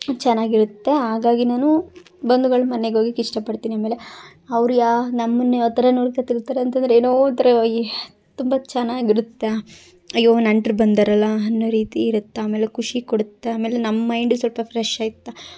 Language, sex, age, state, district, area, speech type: Kannada, female, 18-30, Karnataka, Chamarajanagar, rural, spontaneous